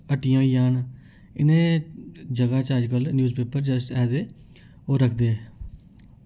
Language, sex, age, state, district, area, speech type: Dogri, male, 18-30, Jammu and Kashmir, Reasi, urban, spontaneous